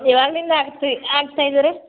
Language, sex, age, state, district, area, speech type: Kannada, female, 60+, Karnataka, Belgaum, urban, conversation